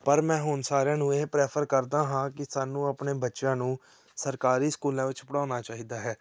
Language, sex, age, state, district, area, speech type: Punjabi, male, 18-30, Punjab, Tarn Taran, urban, spontaneous